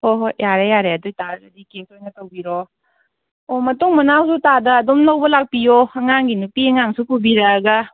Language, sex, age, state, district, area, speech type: Manipuri, female, 18-30, Manipur, Kangpokpi, urban, conversation